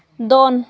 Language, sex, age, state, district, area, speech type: Santali, female, 18-30, Jharkhand, Seraikela Kharsawan, rural, read